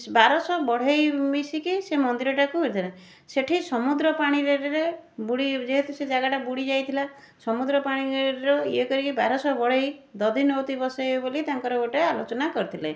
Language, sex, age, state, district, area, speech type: Odia, female, 45-60, Odisha, Puri, urban, spontaneous